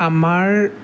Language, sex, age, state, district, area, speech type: Assamese, male, 18-30, Assam, Jorhat, urban, spontaneous